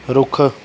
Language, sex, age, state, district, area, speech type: Punjabi, male, 30-45, Punjab, Pathankot, urban, read